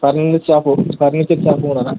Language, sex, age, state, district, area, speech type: Telugu, male, 18-30, Telangana, Mahabubabad, urban, conversation